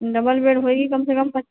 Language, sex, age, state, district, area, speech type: Hindi, female, 30-45, Uttar Pradesh, Sitapur, rural, conversation